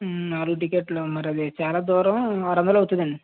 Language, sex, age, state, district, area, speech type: Telugu, male, 18-30, Andhra Pradesh, West Godavari, rural, conversation